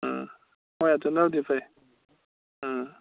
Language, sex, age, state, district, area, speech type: Manipuri, male, 30-45, Manipur, Kakching, rural, conversation